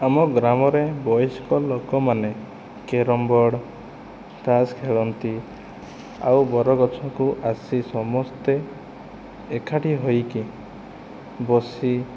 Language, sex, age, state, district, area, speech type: Odia, male, 45-60, Odisha, Kandhamal, rural, spontaneous